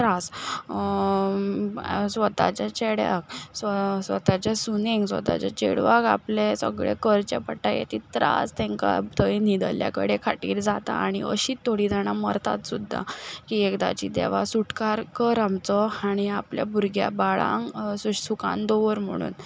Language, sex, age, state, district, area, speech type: Goan Konkani, female, 45-60, Goa, Ponda, rural, spontaneous